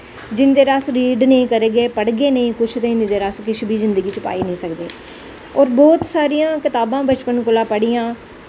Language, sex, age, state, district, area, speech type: Dogri, female, 45-60, Jammu and Kashmir, Jammu, rural, spontaneous